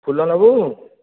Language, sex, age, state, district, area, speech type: Odia, male, 60+, Odisha, Nayagarh, rural, conversation